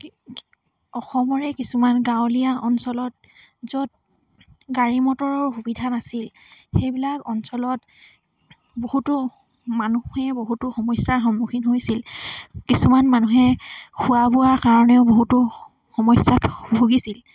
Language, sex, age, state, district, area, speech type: Assamese, female, 18-30, Assam, Dibrugarh, rural, spontaneous